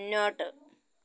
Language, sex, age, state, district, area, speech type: Malayalam, female, 60+, Kerala, Malappuram, rural, read